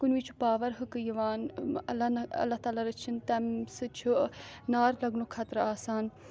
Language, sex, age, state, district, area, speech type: Kashmiri, female, 18-30, Jammu and Kashmir, Srinagar, urban, spontaneous